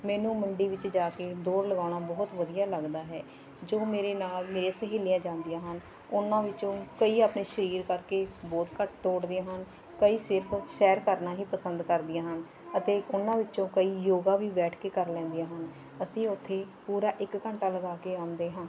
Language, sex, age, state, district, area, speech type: Punjabi, female, 45-60, Punjab, Barnala, rural, spontaneous